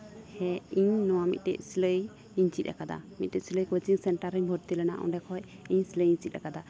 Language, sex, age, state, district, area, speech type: Santali, female, 18-30, West Bengal, Malda, rural, spontaneous